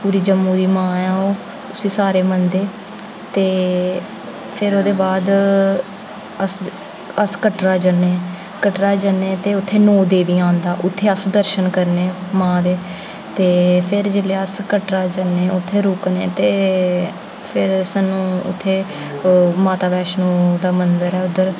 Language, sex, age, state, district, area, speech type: Dogri, female, 18-30, Jammu and Kashmir, Jammu, urban, spontaneous